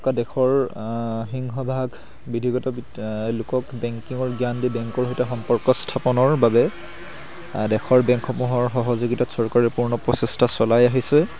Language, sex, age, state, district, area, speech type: Assamese, male, 18-30, Assam, Charaideo, urban, spontaneous